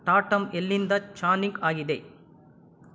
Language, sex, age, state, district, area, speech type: Kannada, male, 30-45, Karnataka, Chitradurga, rural, read